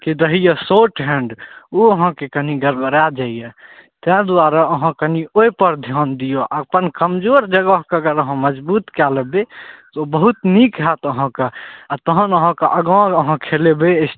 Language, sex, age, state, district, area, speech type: Maithili, male, 18-30, Bihar, Saharsa, rural, conversation